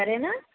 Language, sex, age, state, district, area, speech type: Telugu, female, 30-45, Andhra Pradesh, N T Rama Rao, urban, conversation